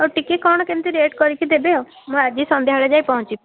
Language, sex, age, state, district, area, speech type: Odia, female, 18-30, Odisha, Puri, urban, conversation